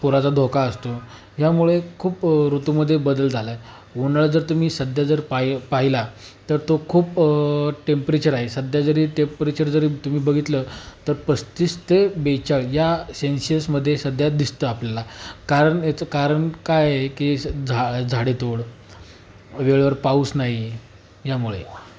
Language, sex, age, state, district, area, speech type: Marathi, male, 18-30, Maharashtra, Jalna, rural, spontaneous